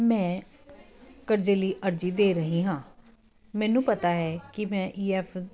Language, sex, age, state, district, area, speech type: Punjabi, female, 45-60, Punjab, Kapurthala, urban, spontaneous